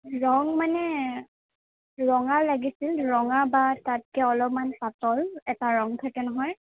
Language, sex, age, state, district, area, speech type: Assamese, female, 18-30, Assam, Sonitpur, rural, conversation